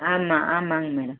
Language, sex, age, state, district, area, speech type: Tamil, female, 45-60, Tamil Nadu, Madurai, rural, conversation